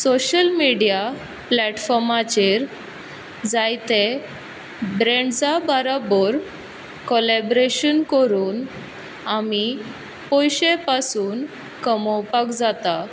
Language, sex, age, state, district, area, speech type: Goan Konkani, female, 18-30, Goa, Quepem, rural, spontaneous